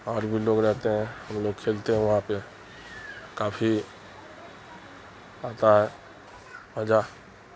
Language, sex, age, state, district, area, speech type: Urdu, male, 45-60, Bihar, Darbhanga, rural, spontaneous